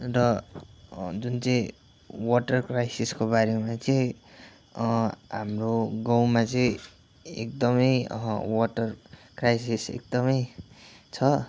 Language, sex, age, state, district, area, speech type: Nepali, male, 30-45, West Bengal, Kalimpong, rural, spontaneous